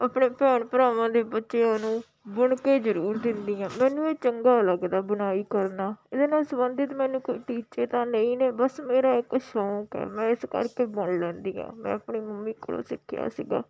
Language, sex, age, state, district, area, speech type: Punjabi, female, 45-60, Punjab, Shaheed Bhagat Singh Nagar, rural, spontaneous